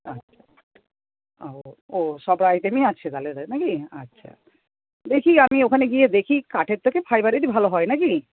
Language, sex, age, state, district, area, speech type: Bengali, female, 60+, West Bengal, Paschim Medinipur, rural, conversation